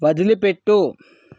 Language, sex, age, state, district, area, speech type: Telugu, male, 30-45, Andhra Pradesh, Vizianagaram, urban, read